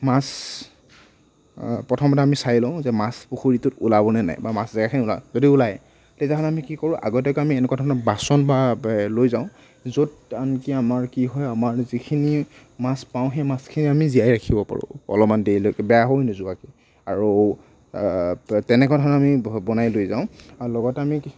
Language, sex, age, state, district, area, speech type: Assamese, male, 45-60, Assam, Morigaon, rural, spontaneous